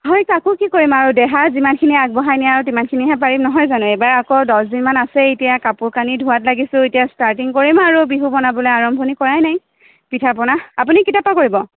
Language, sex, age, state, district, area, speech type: Assamese, female, 18-30, Assam, Sonitpur, urban, conversation